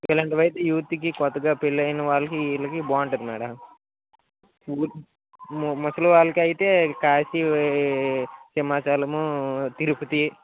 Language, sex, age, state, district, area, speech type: Telugu, male, 45-60, Andhra Pradesh, Srikakulam, urban, conversation